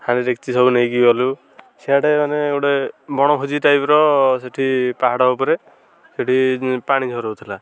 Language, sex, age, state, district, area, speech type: Odia, male, 18-30, Odisha, Nayagarh, rural, spontaneous